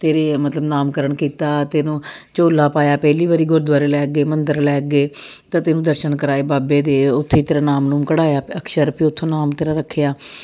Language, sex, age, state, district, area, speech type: Punjabi, female, 30-45, Punjab, Jalandhar, urban, spontaneous